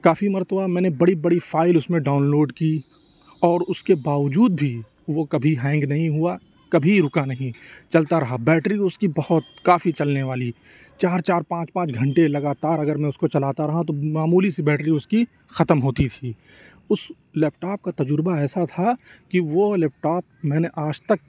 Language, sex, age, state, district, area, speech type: Urdu, male, 45-60, Uttar Pradesh, Lucknow, urban, spontaneous